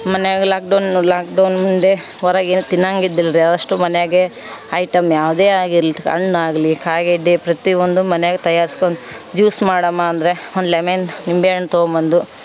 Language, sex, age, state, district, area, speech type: Kannada, female, 30-45, Karnataka, Vijayanagara, rural, spontaneous